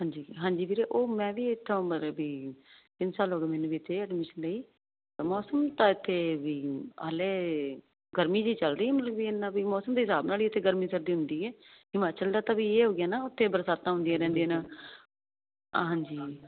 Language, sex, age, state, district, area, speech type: Punjabi, female, 30-45, Punjab, Fazilka, rural, conversation